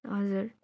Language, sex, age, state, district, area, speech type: Nepali, female, 30-45, West Bengal, Darjeeling, rural, spontaneous